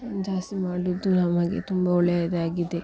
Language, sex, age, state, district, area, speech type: Kannada, female, 18-30, Karnataka, Dakshina Kannada, rural, spontaneous